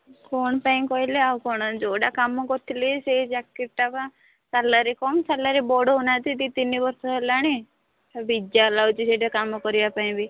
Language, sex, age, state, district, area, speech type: Odia, female, 45-60, Odisha, Kandhamal, rural, conversation